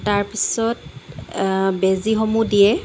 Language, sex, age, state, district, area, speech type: Assamese, female, 30-45, Assam, Golaghat, rural, spontaneous